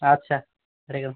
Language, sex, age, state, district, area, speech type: Bengali, male, 18-30, West Bengal, South 24 Parganas, rural, conversation